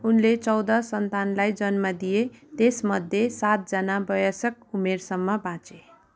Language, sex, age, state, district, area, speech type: Nepali, female, 30-45, West Bengal, Jalpaiguri, urban, read